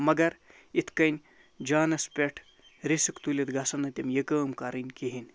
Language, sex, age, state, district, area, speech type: Kashmiri, male, 60+, Jammu and Kashmir, Ganderbal, rural, spontaneous